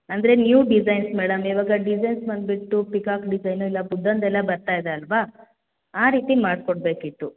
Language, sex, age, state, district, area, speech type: Kannada, female, 18-30, Karnataka, Hassan, rural, conversation